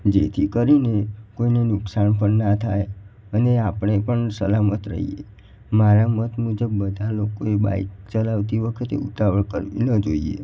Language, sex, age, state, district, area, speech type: Gujarati, male, 18-30, Gujarat, Mehsana, rural, spontaneous